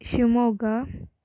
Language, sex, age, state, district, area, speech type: Kannada, female, 18-30, Karnataka, Shimoga, rural, spontaneous